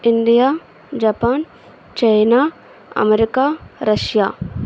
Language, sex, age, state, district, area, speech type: Telugu, female, 45-60, Andhra Pradesh, Vizianagaram, rural, spontaneous